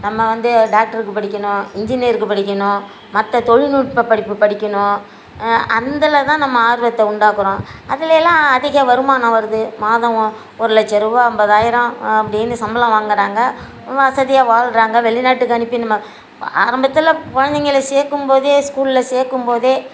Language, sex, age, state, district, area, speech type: Tamil, female, 60+, Tamil Nadu, Nagapattinam, rural, spontaneous